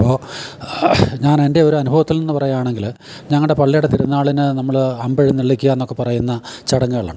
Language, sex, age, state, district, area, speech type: Malayalam, male, 60+, Kerala, Idukki, rural, spontaneous